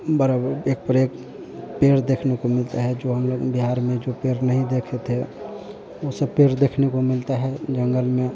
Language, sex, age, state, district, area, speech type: Hindi, male, 45-60, Bihar, Vaishali, urban, spontaneous